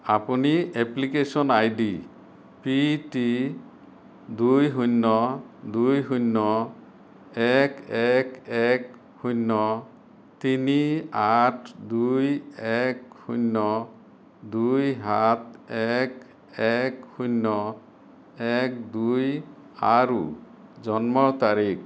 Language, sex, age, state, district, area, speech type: Assamese, male, 60+, Assam, Kamrup Metropolitan, urban, read